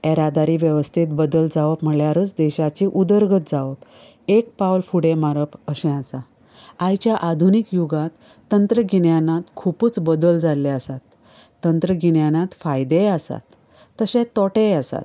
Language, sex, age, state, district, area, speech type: Goan Konkani, female, 45-60, Goa, Canacona, rural, spontaneous